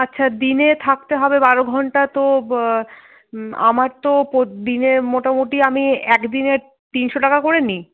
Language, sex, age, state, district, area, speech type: Bengali, female, 30-45, West Bengal, Paschim Bardhaman, urban, conversation